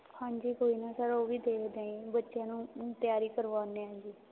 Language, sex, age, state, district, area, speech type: Punjabi, female, 18-30, Punjab, Fatehgarh Sahib, rural, conversation